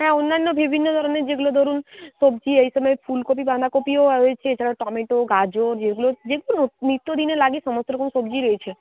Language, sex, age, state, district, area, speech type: Bengali, female, 18-30, West Bengal, Uttar Dinajpur, rural, conversation